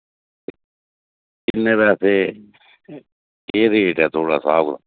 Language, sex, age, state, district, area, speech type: Dogri, male, 60+, Jammu and Kashmir, Reasi, rural, conversation